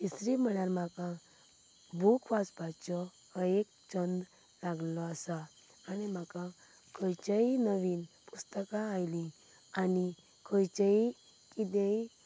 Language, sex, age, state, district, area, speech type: Goan Konkani, female, 18-30, Goa, Quepem, rural, spontaneous